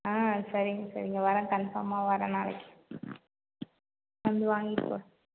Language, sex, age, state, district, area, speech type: Tamil, female, 45-60, Tamil Nadu, Cuddalore, rural, conversation